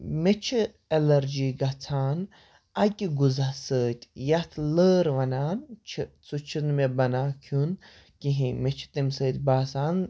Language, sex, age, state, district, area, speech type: Kashmiri, male, 30-45, Jammu and Kashmir, Baramulla, urban, spontaneous